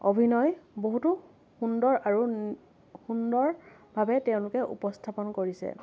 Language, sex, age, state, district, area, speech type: Assamese, female, 30-45, Assam, Lakhimpur, rural, spontaneous